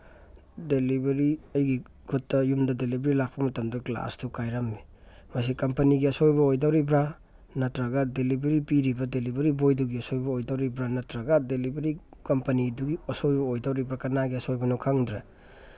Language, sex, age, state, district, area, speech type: Manipuri, male, 30-45, Manipur, Tengnoupal, rural, spontaneous